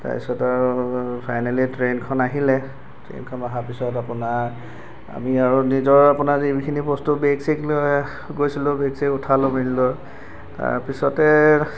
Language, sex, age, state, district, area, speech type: Assamese, male, 30-45, Assam, Golaghat, urban, spontaneous